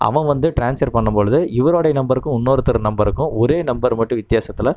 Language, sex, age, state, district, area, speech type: Tamil, male, 30-45, Tamil Nadu, Namakkal, rural, spontaneous